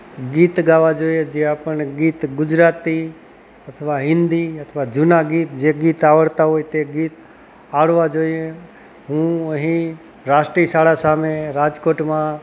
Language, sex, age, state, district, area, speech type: Gujarati, male, 45-60, Gujarat, Rajkot, rural, spontaneous